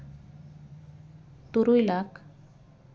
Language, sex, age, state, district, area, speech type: Santali, female, 30-45, West Bengal, Jhargram, rural, spontaneous